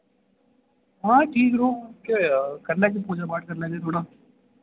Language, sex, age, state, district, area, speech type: Dogri, male, 18-30, Jammu and Kashmir, Udhampur, rural, conversation